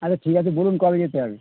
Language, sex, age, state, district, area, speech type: Bengali, male, 30-45, West Bengal, Birbhum, urban, conversation